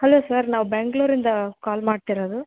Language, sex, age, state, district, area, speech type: Kannada, female, 18-30, Karnataka, Bellary, urban, conversation